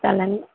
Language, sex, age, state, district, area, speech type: Telugu, female, 45-60, Telangana, Mancherial, rural, conversation